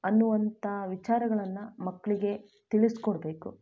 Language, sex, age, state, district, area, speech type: Kannada, female, 18-30, Karnataka, Chitradurga, rural, spontaneous